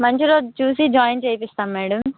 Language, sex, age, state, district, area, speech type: Telugu, female, 18-30, Andhra Pradesh, Nellore, rural, conversation